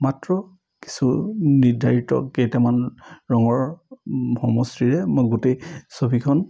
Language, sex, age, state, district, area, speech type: Assamese, male, 60+, Assam, Charaideo, urban, spontaneous